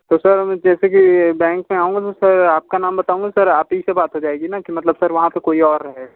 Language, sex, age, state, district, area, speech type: Hindi, male, 45-60, Uttar Pradesh, Sonbhadra, rural, conversation